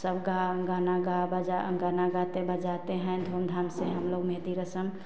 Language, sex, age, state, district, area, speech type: Hindi, female, 30-45, Uttar Pradesh, Ghazipur, urban, spontaneous